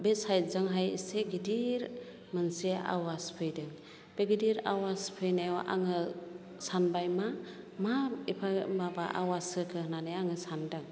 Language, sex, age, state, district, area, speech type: Bodo, female, 45-60, Assam, Chirang, rural, spontaneous